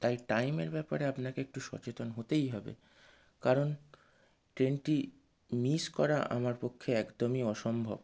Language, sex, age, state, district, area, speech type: Bengali, male, 30-45, West Bengal, Howrah, urban, spontaneous